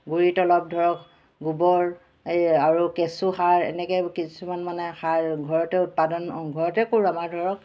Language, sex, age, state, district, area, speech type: Assamese, female, 45-60, Assam, Charaideo, urban, spontaneous